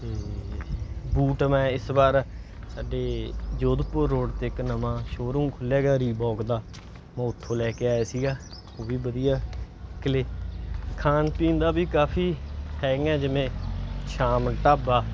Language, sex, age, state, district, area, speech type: Punjabi, male, 30-45, Punjab, Bathinda, rural, spontaneous